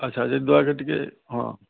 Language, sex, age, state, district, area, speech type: Odia, male, 60+, Odisha, Balasore, rural, conversation